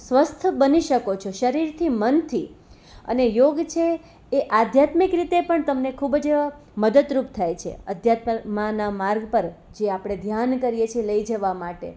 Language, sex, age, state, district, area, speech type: Gujarati, female, 30-45, Gujarat, Rajkot, urban, spontaneous